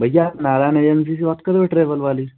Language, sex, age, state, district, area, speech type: Hindi, male, 18-30, Madhya Pradesh, Gwalior, rural, conversation